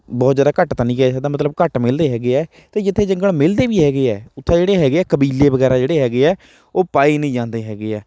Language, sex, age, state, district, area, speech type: Punjabi, male, 30-45, Punjab, Hoshiarpur, rural, spontaneous